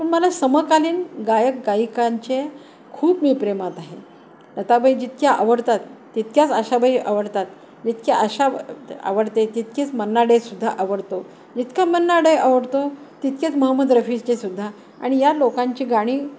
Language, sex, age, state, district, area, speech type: Marathi, female, 60+, Maharashtra, Nanded, urban, spontaneous